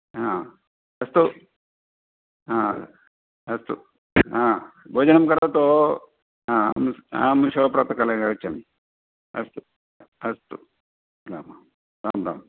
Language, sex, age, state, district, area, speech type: Sanskrit, male, 60+, Karnataka, Dakshina Kannada, rural, conversation